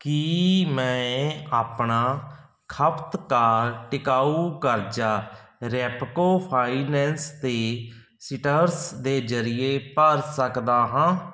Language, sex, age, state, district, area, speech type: Punjabi, male, 45-60, Punjab, Barnala, rural, read